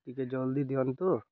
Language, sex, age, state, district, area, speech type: Odia, male, 30-45, Odisha, Malkangiri, urban, spontaneous